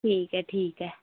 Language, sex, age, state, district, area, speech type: Dogri, female, 18-30, Jammu and Kashmir, Udhampur, rural, conversation